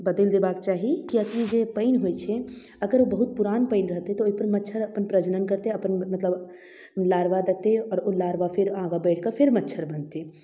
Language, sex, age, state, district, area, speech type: Maithili, female, 18-30, Bihar, Darbhanga, rural, spontaneous